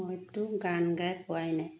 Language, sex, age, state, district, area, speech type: Assamese, female, 30-45, Assam, Golaghat, rural, spontaneous